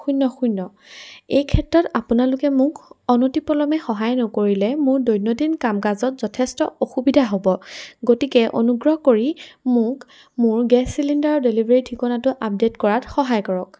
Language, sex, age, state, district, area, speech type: Assamese, female, 18-30, Assam, Jorhat, urban, spontaneous